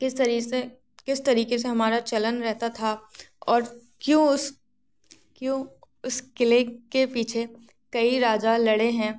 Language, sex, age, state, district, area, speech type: Hindi, female, 18-30, Madhya Pradesh, Gwalior, rural, spontaneous